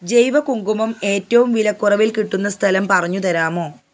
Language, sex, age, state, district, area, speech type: Malayalam, female, 45-60, Kerala, Malappuram, rural, read